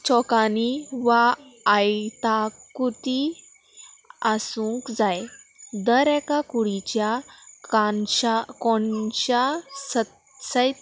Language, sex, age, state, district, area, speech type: Goan Konkani, female, 18-30, Goa, Salcete, rural, spontaneous